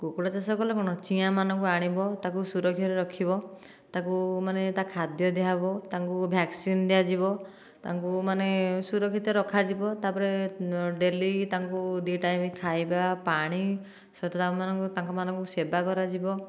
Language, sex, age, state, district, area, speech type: Odia, female, 45-60, Odisha, Dhenkanal, rural, spontaneous